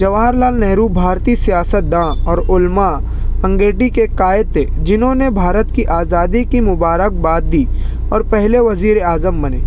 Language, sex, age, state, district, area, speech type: Urdu, male, 60+, Maharashtra, Nashik, rural, spontaneous